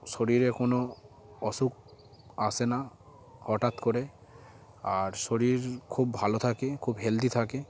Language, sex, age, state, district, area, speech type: Bengali, male, 18-30, West Bengal, Darjeeling, urban, spontaneous